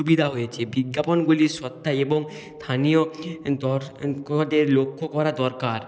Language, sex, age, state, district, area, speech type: Bengali, male, 18-30, West Bengal, Nadia, rural, spontaneous